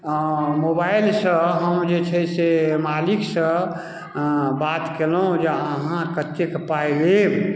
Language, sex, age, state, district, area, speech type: Maithili, male, 60+, Bihar, Darbhanga, rural, spontaneous